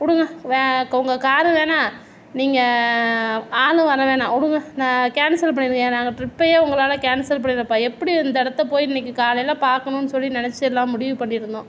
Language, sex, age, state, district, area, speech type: Tamil, female, 60+, Tamil Nadu, Tiruvarur, urban, spontaneous